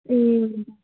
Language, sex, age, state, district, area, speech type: Nepali, female, 18-30, West Bengal, Darjeeling, rural, conversation